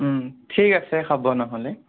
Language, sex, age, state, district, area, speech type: Assamese, male, 45-60, Assam, Nagaon, rural, conversation